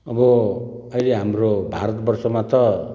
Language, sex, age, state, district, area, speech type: Nepali, male, 60+, West Bengal, Kalimpong, rural, spontaneous